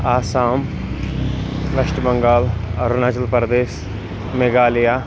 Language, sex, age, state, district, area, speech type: Kashmiri, male, 30-45, Jammu and Kashmir, Srinagar, urban, spontaneous